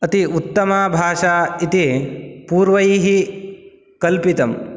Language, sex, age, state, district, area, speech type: Sanskrit, male, 18-30, Karnataka, Uttara Kannada, rural, spontaneous